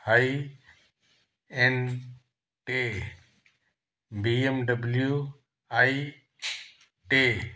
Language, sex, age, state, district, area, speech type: Sindhi, male, 18-30, Gujarat, Kutch, rural, spontaneous